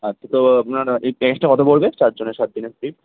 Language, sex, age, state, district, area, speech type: Bengali, male, 18-30, West Bengal, Kolkata, urban, conversation